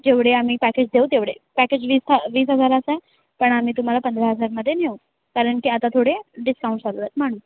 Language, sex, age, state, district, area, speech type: Marathi, female, 18-30, Maharashtra, Mumbai Suburban, urban, conversation